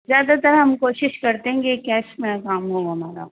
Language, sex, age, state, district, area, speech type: Urdu, female, 30-45, Uttar Pradesh, Rampur, urban, conversation